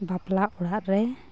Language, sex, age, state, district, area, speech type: Santali, female, 18-30, West Bengal, Malda, rural, spontaneous